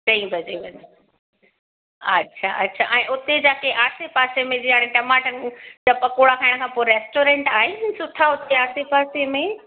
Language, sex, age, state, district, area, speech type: Sindhi, female, 45-60, Gujarat, Surat, urban, conversation